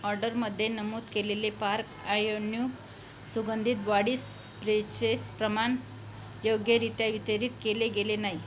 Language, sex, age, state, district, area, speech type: Marathi, female, 45-60, Maharashtra, Buldhana, rural, read